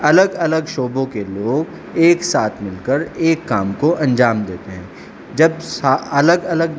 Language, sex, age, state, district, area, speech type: Urdu, male, 45-60, Delhi, South Delhi, urban, spontaneous